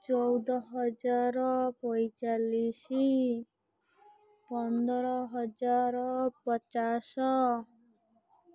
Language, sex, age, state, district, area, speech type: Odia, female, 30-45, Odisha, Malkangiri, urban, spontaneous